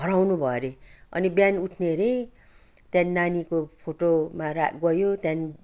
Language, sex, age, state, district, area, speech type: Nepali, female, 60+, West Bengal, Kalimpong, rural, spontaneous